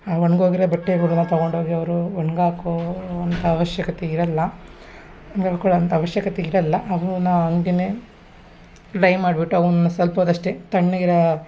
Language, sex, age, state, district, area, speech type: Kannada, female, 30-45, Karnataka, Hassan, urban, spontaneous